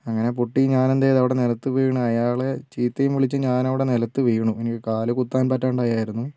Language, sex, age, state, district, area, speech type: Malayalam, female, 18-30, Kerala, Wayanad, rural, spontaneous